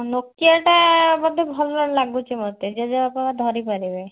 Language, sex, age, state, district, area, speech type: Odia, female, 30-45, Odisha, Cuttack, urban, conversation